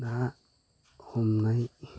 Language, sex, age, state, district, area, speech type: Bodo, male, 45-60, Assam, Kokrajhar, urban, spontaneous